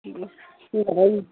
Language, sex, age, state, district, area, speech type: Bodo, female, 60+, Assam, Chirang, rural, conversation